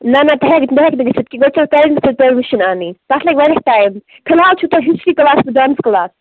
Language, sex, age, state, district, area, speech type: Kashmiri, female, 18-30, Jammu and Kashmir, Baramulla, rural, conversation